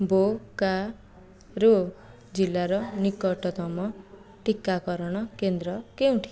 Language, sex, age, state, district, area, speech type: Odia, female, 18-30, Odisha, Jajpur, rural, read